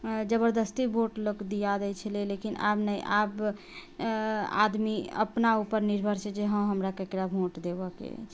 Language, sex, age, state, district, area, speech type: Maithili, female, 30-45, Bihar, Sitamarhi, urban, spontaneous